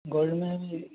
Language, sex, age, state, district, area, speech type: Hindi, male, 45-60, Rajasthan, Karauli, rural, conversation